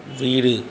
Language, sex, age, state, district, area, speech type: Tamil, male, 30-45, Tamil Nadu, Ariyalur, rural, read